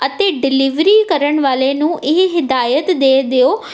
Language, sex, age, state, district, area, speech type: Punjabi, female, 18-30, Punjab, Tarn Taran, urban, spontaneous